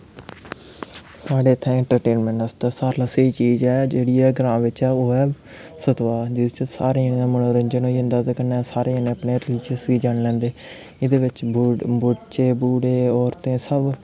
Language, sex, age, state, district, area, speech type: Dogri, male, 18-30, Jammu and Kashmir, Kathua, rural, spontaneous